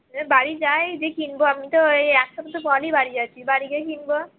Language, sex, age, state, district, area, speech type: Bengali, female, 60+, West Bengal, Purba Bardhaman, rural, conversation